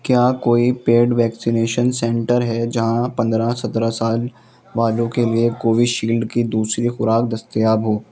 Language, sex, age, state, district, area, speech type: Urdu, male, 18-30, Delhi, East Delhi, urban, read